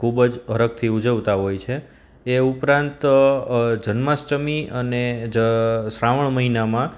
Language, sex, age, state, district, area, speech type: Gujarati, male, 30-45, Gujarat, Junagadh, urban, spontaneous